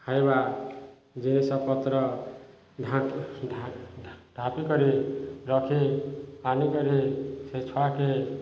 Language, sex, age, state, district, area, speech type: Odia, male, 30-45, Odisha, Balangir, urban, spontaneous